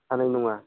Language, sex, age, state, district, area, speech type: Bodo, male, 45-60, Assam, Udalguri, rural, conversation